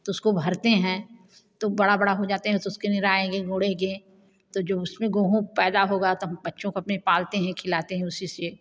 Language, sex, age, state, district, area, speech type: Hindi, female, 60+, Uttar Pradesh, Bhadohi, rural, spontaneous